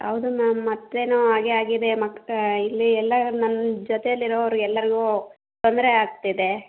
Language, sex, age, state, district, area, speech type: Kannada, female, 18-30, Karnataka, Chikkaballapur, rural, conversation